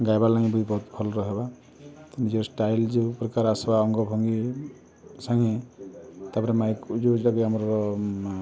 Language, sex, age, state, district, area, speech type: Odia, male, 30-45, Odisha, Balangir, urban, spontaneous